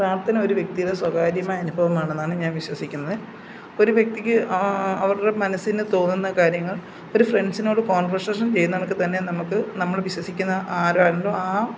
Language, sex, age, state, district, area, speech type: Malayalam, female, 45-60, Kerala, Pathanamthitta, rural, spontaneous